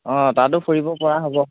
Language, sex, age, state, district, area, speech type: Assamese, male, 18-30, Assam, Sivasagar, rural, conversation